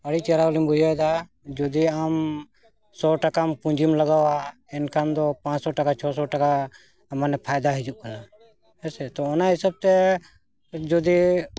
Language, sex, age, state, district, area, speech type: Santali, male, 45-60, Jharkhand, Bokaro, rural, spontaneous